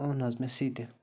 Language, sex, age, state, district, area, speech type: Kashmiri, male, 45-60, Jammu and Kashmir, Bandipora, rural, spontaneous